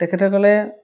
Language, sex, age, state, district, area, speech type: Assamese, female, 30-45, Assam, Dibrugarh, urban, spontaneous